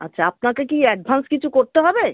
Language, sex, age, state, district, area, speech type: Bengali, female, 45-60, West Bengal, Kolkata, urban, conversation